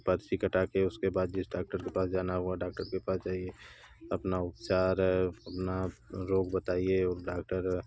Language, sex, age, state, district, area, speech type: Hindi, male, 30-45, Uttar Pradesh, Bhadohi, rural, spontaneous